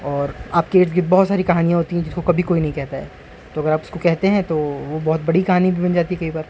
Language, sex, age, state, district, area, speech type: Urdu, male, 30-45, Delhi, North East Delhi, urban, spontaneous